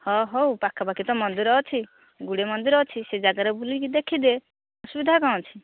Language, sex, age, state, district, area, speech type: Odia, female, 30-45, Odisha, Nayagarh, rural, conversation